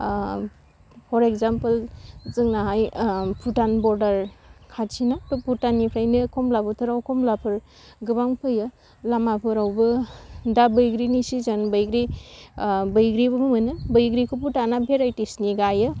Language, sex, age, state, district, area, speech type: Bodo, female, 18-30, Assam, Udalguri, urban, spontaneous